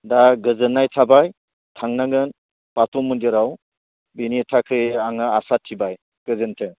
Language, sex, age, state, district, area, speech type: Bodo, male, 60+, Assam, Baksa, rural, conversation